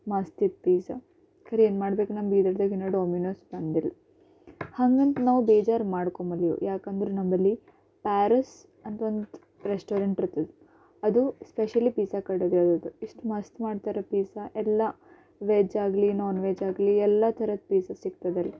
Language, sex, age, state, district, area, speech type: Kannada, female, 18-30, Karnataka, Bidar, urban, spontaneous